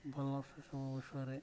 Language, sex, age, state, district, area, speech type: Odia, male, 18-30, Odisha, Nabarangpur, urban, spontaneous